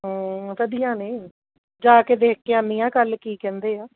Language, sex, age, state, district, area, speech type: Punjabi, female, 30-45, Punjab, Tarn Taran, urban, conversation